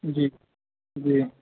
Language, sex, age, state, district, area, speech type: Urdu, male, 18-30, Delhi, South Delhi, urban, conversation